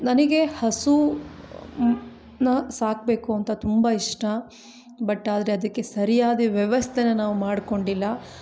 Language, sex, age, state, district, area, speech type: Kannada, female, 30-45, Karnataka, Chikkamagaluru, rural, spontaneous